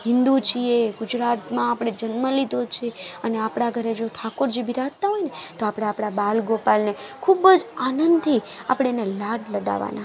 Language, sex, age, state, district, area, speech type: Gujarati, female, 30-45, Gujarat, Junagadh, urban, spontaneous